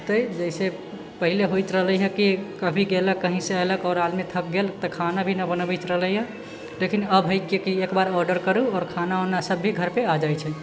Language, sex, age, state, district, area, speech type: Maithili, male, 18-30, Bihar, Sitamarhi, urban, spontaneous